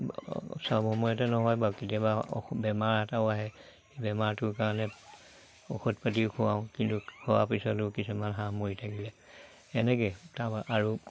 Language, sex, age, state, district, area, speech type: Assamese, male, 60+, Assam, Lakhimpur, urban, spontaneous